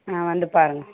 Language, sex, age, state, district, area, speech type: Tamil, female, 18-30, Tamil Nadu, Kallakurichi, rural, conversation